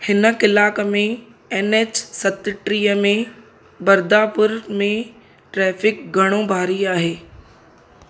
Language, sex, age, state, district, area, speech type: Sindhi, female, 18-30, Gujarat, Surat, urban, read